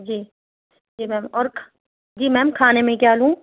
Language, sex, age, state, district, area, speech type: Urdu, female, 45-60, Uttar Pradesh, Rampur, urban, conversation